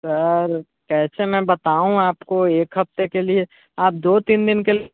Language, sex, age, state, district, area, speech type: Hindi, male, 45-60, Uttar Pradesh, Sonbhadra, rural, conversation